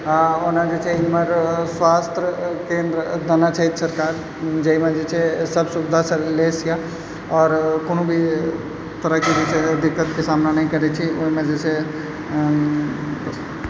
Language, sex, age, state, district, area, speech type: Maithili, male, 18-30, Bihar, Supaul, rural, spontaneous